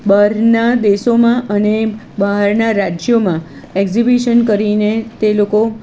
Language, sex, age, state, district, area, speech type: Gujarati, female, 45-60, Gujarat, Kheda, rural, spontaneous